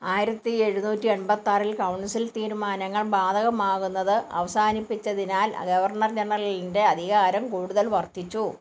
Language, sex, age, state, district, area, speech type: Malayalam, female, 60+, Kerala, Kottayam, rural, read